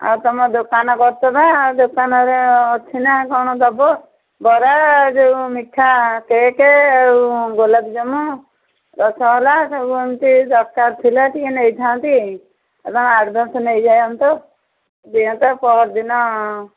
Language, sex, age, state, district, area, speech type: Odia, female, 45-60, Odisha, Angul, rural, conversation